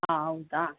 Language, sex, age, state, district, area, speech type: Kannada, female, 30-45, Karnataka, Chikkaballapur, rural, conversation